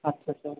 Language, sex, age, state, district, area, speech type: Bengali, male, 30-45, West Bengal, Paschim Bardhaman, urban, conversation